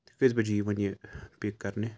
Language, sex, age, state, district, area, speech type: Kashmiri, male, 18-30, Jammu and Kashmir, Srinagar, urban, spontaneous